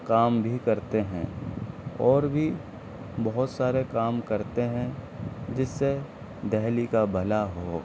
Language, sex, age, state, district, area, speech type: Urdu, male, 18-30, Delhi, South Delhi, urban, spontaneous